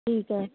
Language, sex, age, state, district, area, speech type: Punjabi, female, 30-45, Punjab, Kapurthala, rural, conversation